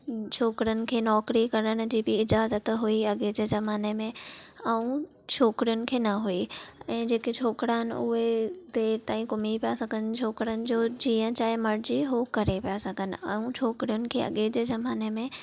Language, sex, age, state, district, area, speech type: Sindhi, female, 18-30, Maharashtra, Thane, urban, spontaneous